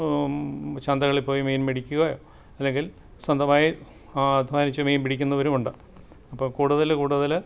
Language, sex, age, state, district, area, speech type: Malayalam, male, 60+, Kerala, Alappuzha, rural, spontaneous